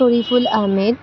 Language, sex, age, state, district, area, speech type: Assamese, female, 18-30, Assam, Kamrup Metropolitan, urban, spontaneous